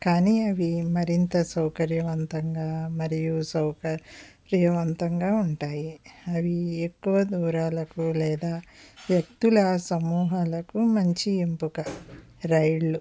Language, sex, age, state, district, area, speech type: Telugu, female, 45-60, Andhra Pradesh, West Godavari, rural, spontaneous